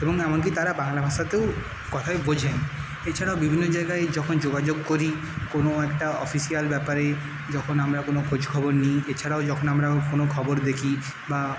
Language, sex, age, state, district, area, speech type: Bengali, male, 30-45, West Bengal, Paschim Medinipur, urban, spontaneous